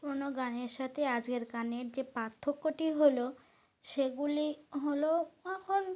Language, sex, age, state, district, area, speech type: Bengali, female, 45-60, West Bengal, North 24 Parganas, rural, spontaneous